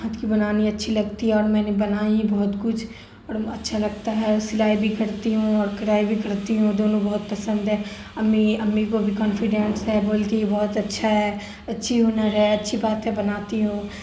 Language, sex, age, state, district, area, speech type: Urdu, female, 30-45, Bihar, Darbhanga, rural, spontaneous